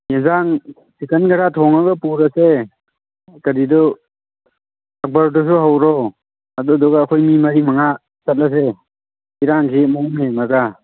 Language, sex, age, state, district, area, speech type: Manipuri, male, 18-30, Manipur, Tengnoupal, rural, conversation